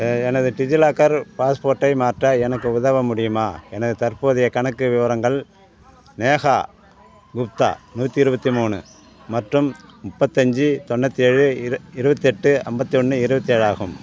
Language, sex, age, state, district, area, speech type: Tamil, male, 60+, Tamil Nadu, Ariyalur, rural, read